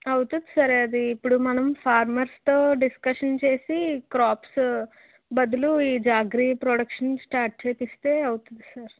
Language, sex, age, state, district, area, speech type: Telugu, female, 18-30, Andhra Pradesh, Anakapalli, urban, conversation